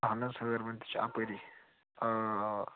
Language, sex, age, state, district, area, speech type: Kashmiri, male, 18-30, Jammu and Kashmir, Srinagar, urban, conversation